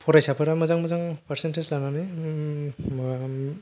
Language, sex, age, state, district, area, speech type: Bodo, male, 18-30, Assam, Kokrajhar, rural, spontaneous